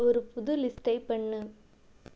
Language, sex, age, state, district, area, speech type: Tamil, female, 18-30, Tamil Nadu, Erode, rural, read